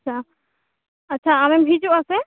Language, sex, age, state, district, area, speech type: Santali, female, 18-30, West Bengal, Purba Bardhaman, rural, conversation